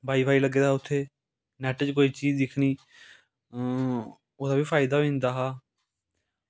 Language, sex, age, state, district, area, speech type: Dogri, male, 30-45, Jammu and Kashmir, Samba, rural, spontaneous